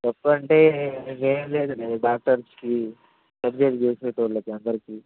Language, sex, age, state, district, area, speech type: Telugu, male, 18-30, Telangana, Nalgonda, rural, conversation